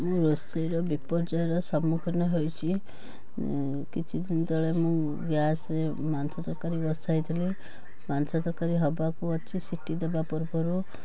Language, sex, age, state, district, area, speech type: Odia, female, 45-60, Odisha, Cuttack, urban, spontaneous